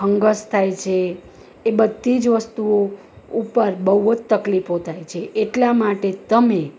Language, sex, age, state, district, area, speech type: Gujarati, female, 30-45, Gujarat, Rajkot, rural, spontaneous